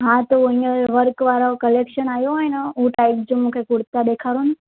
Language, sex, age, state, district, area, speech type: Sindhi, female, 18-30, Gujarat, Surat, urban, conversation